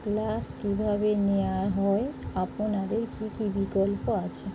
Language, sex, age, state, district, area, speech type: Bengali, female, 30-45, West Bengal, North 24 Parganas, urban, read